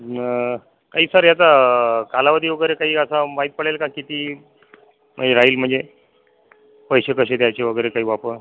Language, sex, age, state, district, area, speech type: Marathi, male, 45-60, Maharashtra, Akola, rural, conversation